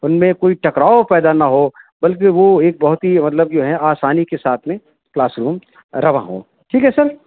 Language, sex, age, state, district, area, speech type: Urdu, male, 45-60, Uttar Pradesh, Rampur, urban, conversation